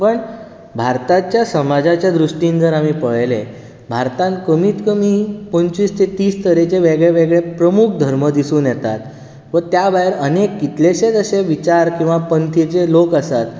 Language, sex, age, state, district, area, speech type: Goan Konkani, male, 18-30, Goa, Bardez, urban, spontaneous